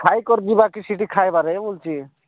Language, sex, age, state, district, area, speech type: Odia, male, 45-60, Odisha, Nabarangpur, rural, conversation